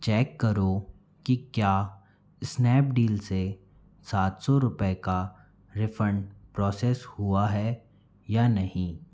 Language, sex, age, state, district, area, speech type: Hindi, male, 45-60, Madhya Pradesh, Bhopal, urban, read